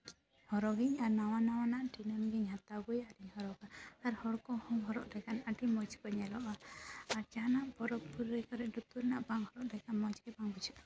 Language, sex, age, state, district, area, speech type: Santali, female, 18-30, West Bengal, Jhargram, rural, spontaneous